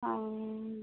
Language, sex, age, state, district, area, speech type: Assamese, female, 45-60, Assam, Darrang, rural, conversation